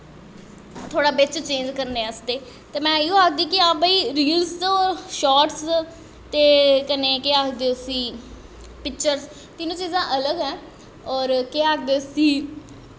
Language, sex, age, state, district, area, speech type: Dogri, female, 18-30, Jammu and Kashmir, Jammu, urban, spontaneous